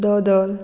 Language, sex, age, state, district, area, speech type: Goan Konkani, female, 18-30, Goa, Murmgao, urban, spontaneous